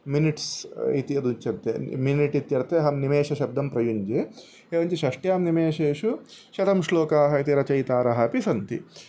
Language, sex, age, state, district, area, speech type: Sanskrit, male, 30-45, Karnataka, Udupi, urban, spontaneous